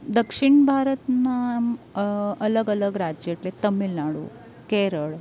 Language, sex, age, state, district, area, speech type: Gujarati, female, 30-45, Gujarat, Valsad, urban, spontaneous